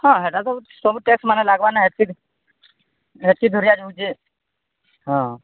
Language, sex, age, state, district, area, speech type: Odia, male, 45-60, Odisha, Nuapada, urban, conversation